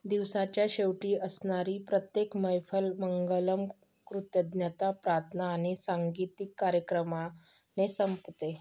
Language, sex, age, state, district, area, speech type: Marathi, female, 30-45, Maharashtra, Yavatmal, rural, read